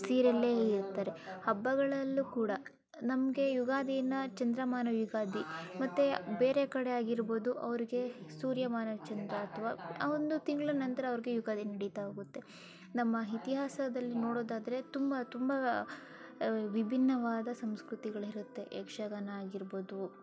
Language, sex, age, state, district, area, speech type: Kannada, female, 45-60, Karnataka, Chikkaballapur, rural, spontaneous